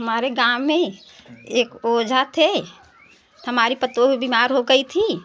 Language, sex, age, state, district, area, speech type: Hindi, female, 60+, Uttar Pradesh, Prayagraj, urban, spontaneous